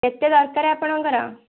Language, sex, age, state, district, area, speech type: Odia, female, 18-30, Odisha, Kendujhar, urban, conversation